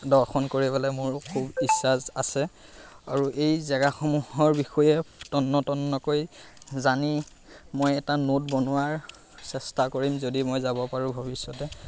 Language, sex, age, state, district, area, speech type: Assamese, male, 18-30, Assam, Majuli, urban, spontaneous